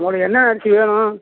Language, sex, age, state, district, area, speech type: Tamil, male, 60+, Tamil Nadu, Nagapattinam, rural, conversation